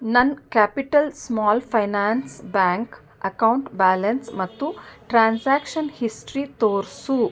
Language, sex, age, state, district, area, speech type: Kannada, female, 45-60, Karnataka, Mysore, rural, read